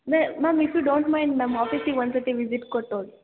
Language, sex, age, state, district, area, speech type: Kannada, female, 18-30, Karnataka, Hassan, urban, conversation